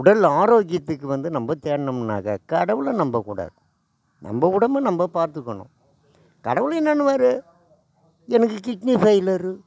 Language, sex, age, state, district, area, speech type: Tamil, male, 60+, Tamil Nadu, Tiruvannamalai, rural, spontaneous